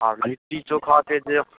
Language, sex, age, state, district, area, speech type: Maithili, male, 18-30, Bihar, Saharsa, rural, conversation